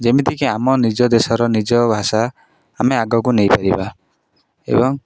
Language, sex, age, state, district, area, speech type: Odia, male, 18-30, Odisha, Jagatsinghpur, rural, spontaneous